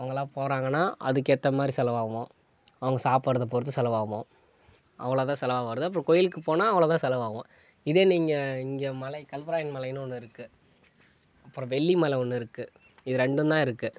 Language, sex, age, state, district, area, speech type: Tamil, male, 18-30, Tamil Nadu, Kallakurichi, urban, spontaneous